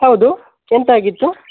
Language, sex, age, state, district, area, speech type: Kannada, male, 30-45, Karnataka, Uttara Kannada, rural, conversation